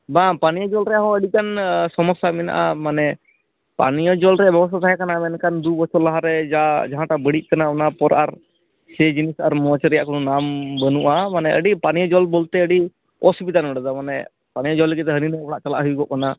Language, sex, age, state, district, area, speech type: Santali, male, 18-30, West Bengal, Malda, rural, conversation